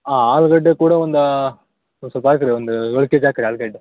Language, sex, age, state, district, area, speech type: Kannada, male, 18-30, Karnataka, Bellary, rural, conversation